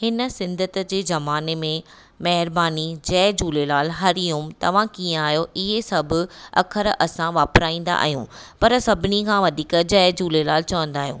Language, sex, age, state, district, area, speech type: Sindhi, female, 30-45, Maharashtra, Thane, urban, spontaneous